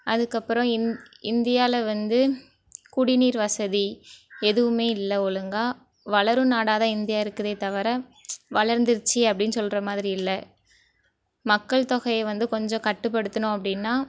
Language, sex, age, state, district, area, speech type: Tamil, female, 18-30, Tamil Nadu, Thoothukudi, rural, spontaneous